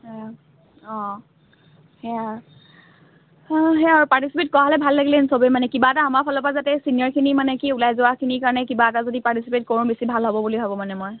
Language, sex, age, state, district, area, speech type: Assamese, female, 18-30, Assam, Dhemaji, urban, conversation